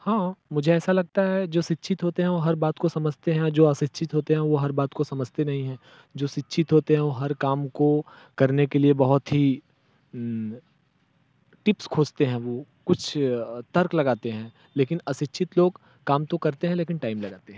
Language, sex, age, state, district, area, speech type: Hindi, male, 30-45, Uttar Pradesh, Mirzapur, rural, spontaneous